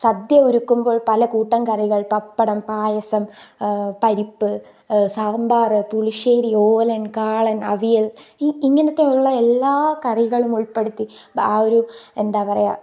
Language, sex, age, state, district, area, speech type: Malayalam, female, 18-30, Kerala, Pathanamthitta, rural, spontaneous